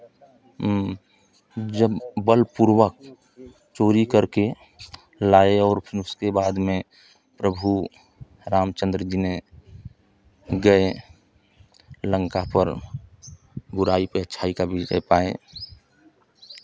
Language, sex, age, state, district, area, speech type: Hindi, male, 30-45, Uttar Pradesh, Chandauli, rural, spontaneous